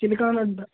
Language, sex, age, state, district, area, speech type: Urdu, male, 18-30, Uttar Pradesh, Saharanpur, urban, conversation